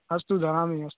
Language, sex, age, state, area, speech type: Sanskrit, male, 18-30, Uttar Pradesh, urban, conversation